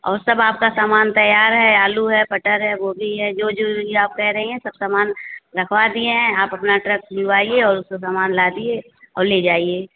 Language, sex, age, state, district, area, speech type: Hindi, female, 45-60, Uttar Pradesh, Azamgarh, rural, conversation